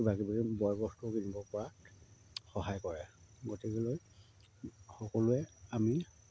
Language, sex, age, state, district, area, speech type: Assamese, male, 30-45, Assam, Sivasagar, rural, spontaneous